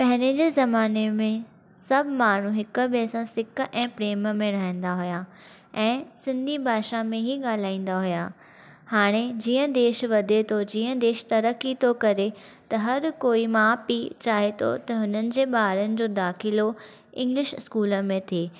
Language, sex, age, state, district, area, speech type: Sindhi, female, 18-30, Maharashtra, Thane, urban, spontaneous